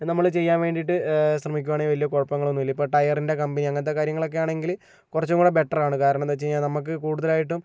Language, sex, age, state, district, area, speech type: Malayalam, male, 60+, Kerala, Kozhikode, urban, spontaneous